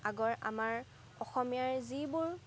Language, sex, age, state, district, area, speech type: Assamese, female, 18-30, Assam, Majuli, urban, spontaneous